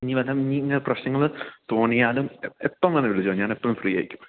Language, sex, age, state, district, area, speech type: Malayalam, male, 18-30, Kerala, Idukki, rural, conversation